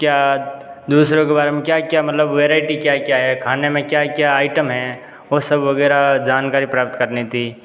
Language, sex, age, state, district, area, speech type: Hindi, male, 18-30, Rajasthan, Jodhpur, urban, spontaneous